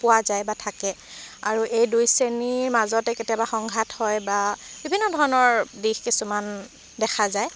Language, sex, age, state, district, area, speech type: Assamese, female, 18-30, Assam, Dibrugarh, rural, spontaneous